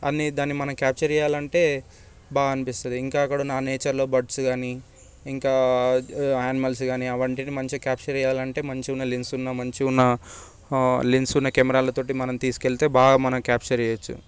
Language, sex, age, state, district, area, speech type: Telugu, male, 18-30, Telangana, Sangareddy, urban, spontaneous